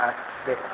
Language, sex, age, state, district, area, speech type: Bengali, male, 18-30, West Bengal, Purba Bardhaman, urban, conversation